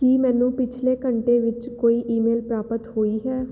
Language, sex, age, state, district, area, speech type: Punjabi, female, 18-30, Punjab, Fatehgarh Sahib, urban, read